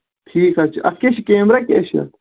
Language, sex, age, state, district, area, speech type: Kashmiri, male, 18-30, Jammu and Kashmir, Kulgam, urban, conversation